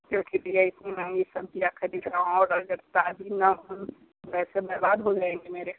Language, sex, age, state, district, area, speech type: Hindi, male, 60+, Uttar Pradesh, Sonbhadra, rural, conversation